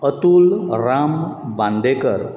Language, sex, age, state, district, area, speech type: Goan Konkani, male, 45-60, Goa, Bardez, urban, spontaneous